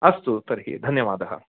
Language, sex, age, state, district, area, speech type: Sanskrit, male, 30-45, Karnataka, Mysore, urban, conversation